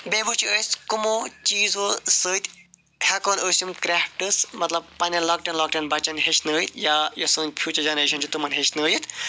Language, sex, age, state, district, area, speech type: Kashmiri, male, 45-60, Jammu and Kashmir, Ganderbal, urban, spontaneous